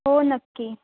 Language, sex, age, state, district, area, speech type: Marathi, female, 18-30, Maharashtra, Ratnagiri, rural, conversation